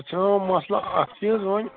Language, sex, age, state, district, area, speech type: Kashmiri, male, 60+, Jammu and Kashmir, Srinagar, rural, conversation